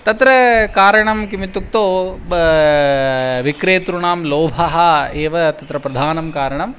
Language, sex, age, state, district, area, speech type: Sanskrit, male, 45-60, Tamil Nadu, Kanchipuram, urban, spontaneous